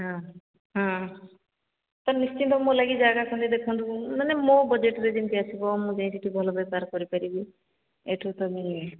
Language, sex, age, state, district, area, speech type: Odia, female, 45-60, Odisha, Sambalpur, rural, conversation